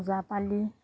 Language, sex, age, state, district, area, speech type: Assamese, female, 60+, Assam, Darrang, rural, spontaneous